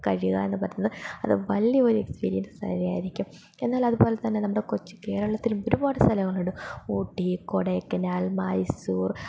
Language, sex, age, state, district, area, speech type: Malayalam, female, 18-30, Kerala, Palakkad, rural, spontaneous